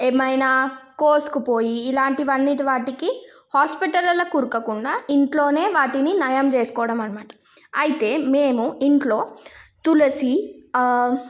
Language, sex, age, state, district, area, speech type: Telugu, female, 18-30, Telangana, Nizamabad, rural, spontaneous